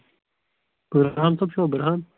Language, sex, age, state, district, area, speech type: Kashmiri, male, 18-30, Jammu and Kashmir, Shopian, rural, conversation